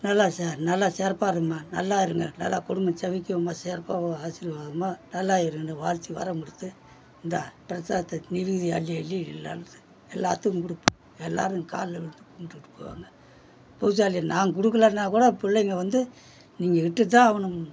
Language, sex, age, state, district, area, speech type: Tamil, male, 60+, Tamil Nadu, Perambalur, rural, spontaneous